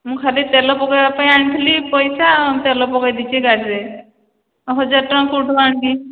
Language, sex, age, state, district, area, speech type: Odia, female, 45-60, Odisha, Angul, rural, conversation